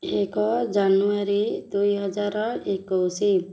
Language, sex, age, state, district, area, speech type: Odia, female, 30-45, Odisha, Ganjam, urban, spontaneous